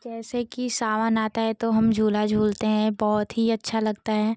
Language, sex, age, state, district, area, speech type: Hindi, female, 18-30, Uttar Pradesh, Ghazipur, rural, spontaneous